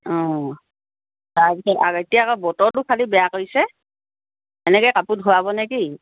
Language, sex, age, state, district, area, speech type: Assamese, female, 60+, Assam, Dibrugarh, rural, conversation